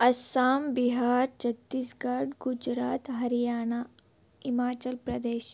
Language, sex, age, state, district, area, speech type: Kannada, female, 18-30, Karnataka, Tumkur, urban, spontaneous